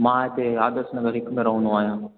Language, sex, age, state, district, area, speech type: Sindhi, male, 18-30, Gujarat, Junagadh, urban, conversation